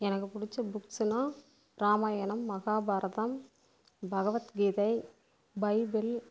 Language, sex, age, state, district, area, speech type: Tamil, female, 30-45, Tamil Nadu, Namakkal, rural, spontaneous